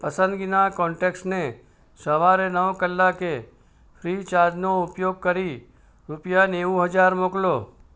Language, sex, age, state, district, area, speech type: Gujarati, male, 60+, Gujarat, Ahmedabad, urban, read